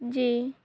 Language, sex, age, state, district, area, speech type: Urdu, female, 18-30, Bihar, Madhubani, rural, spontaneous